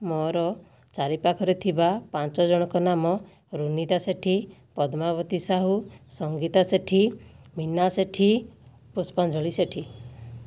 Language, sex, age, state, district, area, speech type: Odia, female, 60+, Odisha, Kandhamal, rural, spontaneous